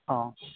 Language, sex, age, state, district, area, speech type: Odia, male, 30-45, Odisha, Balangir, urban, conversation